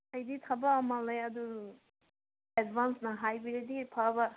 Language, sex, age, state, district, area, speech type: Manipuri, female, 18-30, Manipur, Senapati, rural, conversation